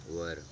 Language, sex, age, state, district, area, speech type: Marathi, male, 18-30, Maharashtra, Thane, rural, read